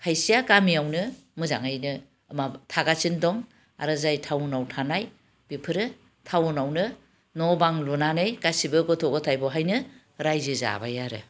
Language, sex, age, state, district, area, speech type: Bodo, female, 60+, Assam, Udalguri, urban, spontaneous